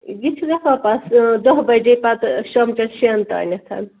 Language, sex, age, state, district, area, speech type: Kashmiri, female, 30-45, Jammu and Kashmir, Budgam, rural, conversation